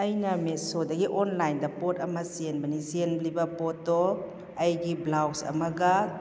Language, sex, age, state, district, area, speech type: Manipuri, female, 45-60, Manipur, Kakching, rural, spontaneous